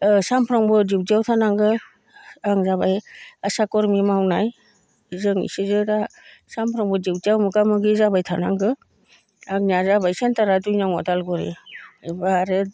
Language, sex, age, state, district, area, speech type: Bodo, female, 60+, Assam, Baksa, rural, spontaneous